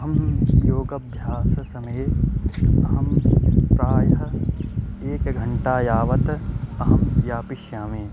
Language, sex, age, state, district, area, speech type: Sanskrit, male, 18-30, Madhya Pradesh, Katni, rural, spontaneous